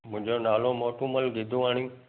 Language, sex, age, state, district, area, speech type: Sindhi, male, 60+, Gujarat, Kutch, urban, conversation